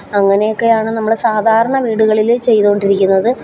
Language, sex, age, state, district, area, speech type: Malayalam, female, 30-45, Kerala, Alappuzha, rural, spontaneous